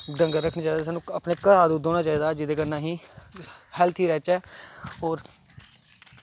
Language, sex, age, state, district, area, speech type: Dogri, male, 18-30, Jammu and Kashmir, Kathua, rural, spontaneous